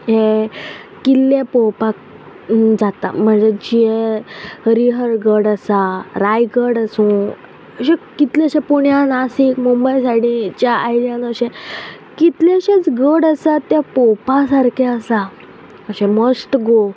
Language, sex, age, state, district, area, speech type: Goan Konkani, female, 30-45, Goa, Quepem, rural, spontaneous